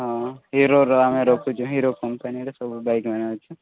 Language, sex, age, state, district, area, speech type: Odia, male, 18-30, Odisha, Subarnapur, urban, conversation